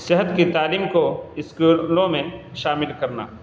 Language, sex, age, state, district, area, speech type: Urdu, male, 45-60, Bihar, Gaya, urban, spontaneous